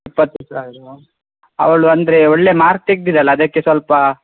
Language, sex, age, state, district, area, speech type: Kannada, male, 18-30, Karnataka, Chitradurga, rural, conversation